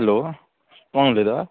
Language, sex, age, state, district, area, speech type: Goan Konkani, male, 18-30, Goa, Salcete, urban, conversation